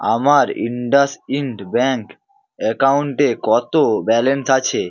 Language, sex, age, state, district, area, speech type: Bengali, male, 18-30, West Bengal, Hooghly, urban, read